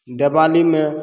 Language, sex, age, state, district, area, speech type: Maithili, male, 45-60, Bihar, Begusarai, rural, spontaneous